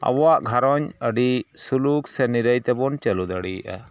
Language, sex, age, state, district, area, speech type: Santali, male, 45-60, West Bengal, Purulia, rural, spontaneous